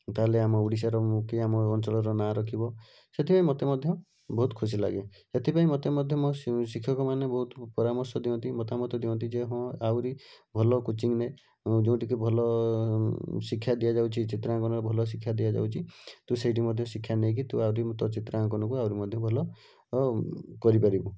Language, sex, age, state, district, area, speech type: Odia, male, 60+, Odisha, Bhadrak, rural, spontaneous